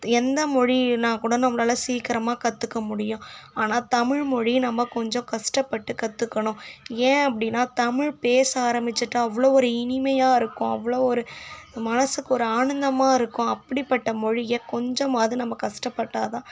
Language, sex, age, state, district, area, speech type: Tamil, female, 18-30, Tamil Nadu, Kallakurichi, urban, spontaneous